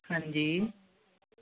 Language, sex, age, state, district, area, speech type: Punjabi, female, 45-60, Punjab, Gurdaspur, rural, conversation